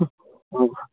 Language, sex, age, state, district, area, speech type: Manipuri, male, 30-45, Manipur, Kakching, rural, conversation